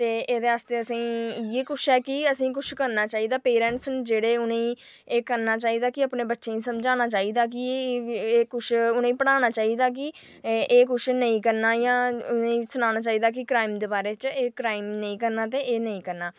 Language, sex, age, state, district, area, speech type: Dogri, female, 18-30, Jammu and Kashmir, Jammu, rural, spontaneous